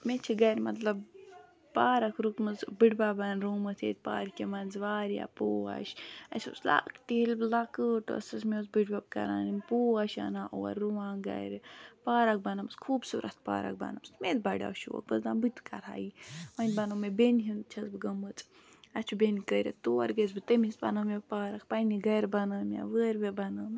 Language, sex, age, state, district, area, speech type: Kashmiri, female, 45-60, Jammu and Kashmir, Ganderbal, rural, spontaneous